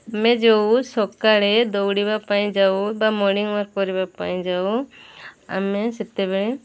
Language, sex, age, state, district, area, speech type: Odia, female, 45-60, Odisha, Sundergarh, urban, spontaneous